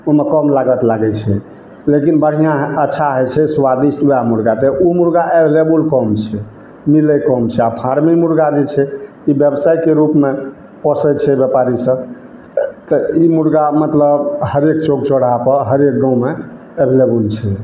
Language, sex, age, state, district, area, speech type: Maithili, male, 60+, Bihar, Madhepura, urban, spontaneous